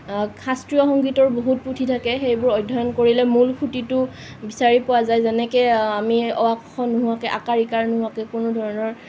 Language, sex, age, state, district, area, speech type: Assamese, female, 18-30, Assam, Nalbari, rural, spontaneous